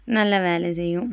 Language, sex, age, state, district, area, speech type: Tamil, female, 18-30, Tamil Nadu, Nilgiris, rural, spontaneous